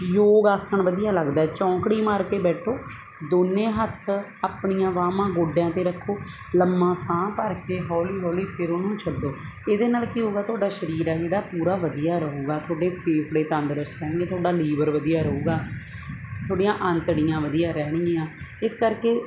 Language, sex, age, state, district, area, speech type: Punjabi, female, 30-45, Punjab, Barnala, rural, spontaneous